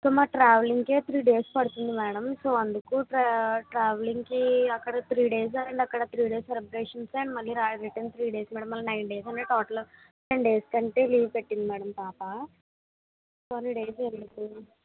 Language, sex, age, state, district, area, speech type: Telugu, female, 60+, Andhra Pradesh, Kakinada, rural, conversation